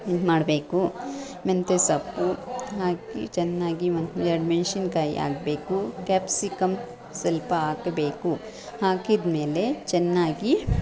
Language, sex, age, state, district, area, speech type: Kannada, female, 45-60, Karnataka, Bangalore Urban, urban, spontaneous